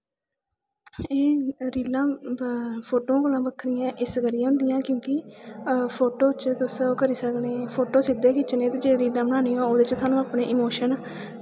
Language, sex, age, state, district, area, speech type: Dogri, female, 18-30, Jammu and Kashmir, Kathua, rural, spontaneous